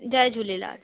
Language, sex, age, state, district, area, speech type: Sindhi, female, 18-30, Delhi, South Delhi, urban, conversation